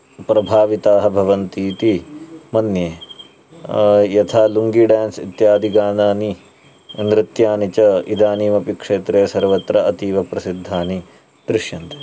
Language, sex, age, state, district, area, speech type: Sanskrit, male, 30-45, Karnataka, Uttara Kannada, urban, spontaneous